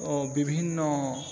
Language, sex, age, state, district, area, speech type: Odia, male, 18-30, Odisha, Balangir, urban, spontaneous